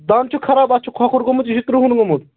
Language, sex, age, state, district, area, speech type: Kashmiri, male, 18-30, Jammu and Kashmir, Anantnag, rural, conversation